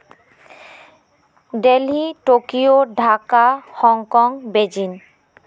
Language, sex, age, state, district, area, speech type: Santali, female, 30-45, West Bengal, Birbhum, rural, spontaneous